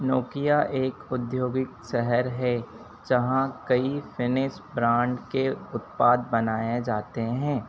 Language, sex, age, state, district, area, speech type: Hindi, male, 30-45, Madhya Pradesh, Harda, urban, read